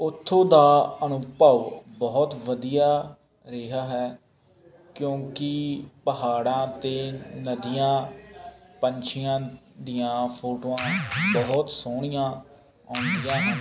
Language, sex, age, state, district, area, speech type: Punjabi, male, 18-30, Punjab, Faridkot, urban, spontaneous